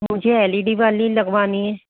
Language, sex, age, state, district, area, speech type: Hindi, male, 30-45, Rajasthan, Jaipur, urban, conversation